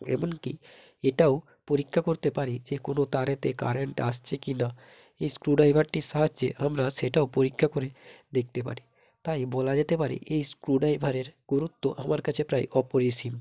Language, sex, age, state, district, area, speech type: Bengali, male, 18-30, West Bengal, Hooghly, urban, spontaneous